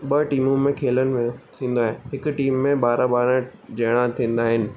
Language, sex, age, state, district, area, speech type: Sindhi, male, 18-30, Rajasthan, Ajmer, urban, spontaneous